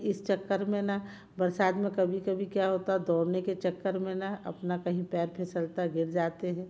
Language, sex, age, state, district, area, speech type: Hindi, female, 45-60, Madhya Pradesh, Jabalpur, urban, spontaneous